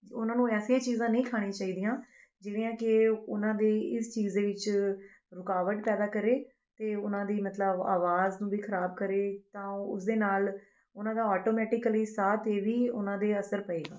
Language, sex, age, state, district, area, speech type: Punjabi, female, 30-45, Punjab, Rupnagar, urban, spontaneous